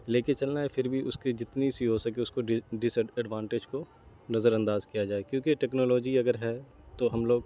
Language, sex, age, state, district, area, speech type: Urdu, male, 18-30, Bihar, Saharsa, urban, spontaneous